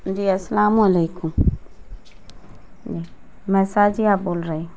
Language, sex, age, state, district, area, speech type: Urdu, female, 30-45, Bihar, Madhubani, rural, spontaneous